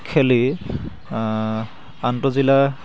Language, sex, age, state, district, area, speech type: Assamese, male, 18-30, Assam, Charaideo, urban, spontaneous